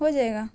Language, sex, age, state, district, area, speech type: Urdu, female, 18-30, Bihar, Gaya, urban, spontaneous